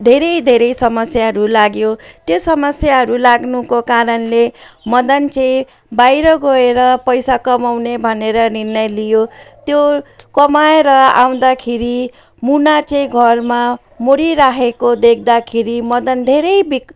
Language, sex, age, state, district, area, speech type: Nepali, female, 45-60, West Bengal, Jalpaiguri, rural, spontaneous